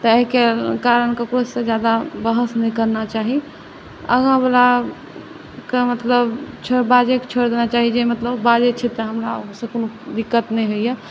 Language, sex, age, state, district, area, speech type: Maithili, female, 18-30, Bihar, Saharsa, urban, spontaneous